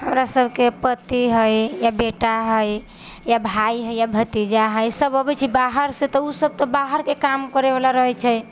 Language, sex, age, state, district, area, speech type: Maithili, female, 18-30, Bihar, Samastipur, urban, spontaneous